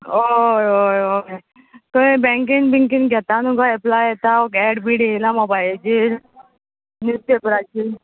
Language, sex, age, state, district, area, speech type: Goan Konkani, female, 30-45, Goa, Quepem, rural, conversation